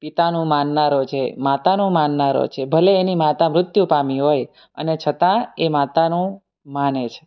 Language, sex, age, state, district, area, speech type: Gujarati, male, 18-30, Gujarat, Surat, rural, spontaneous